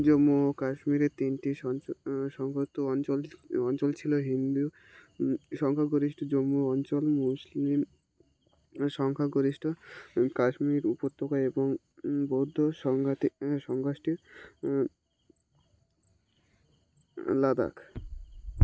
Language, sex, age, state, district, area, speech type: Bengali, male, 18-30, West Bengal, Uttar Dinajpur, urban, read